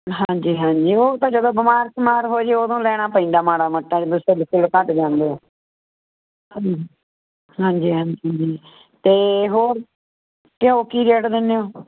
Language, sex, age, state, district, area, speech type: Punjabi, female, 60+, Punjab, Muktsar, urban, conversation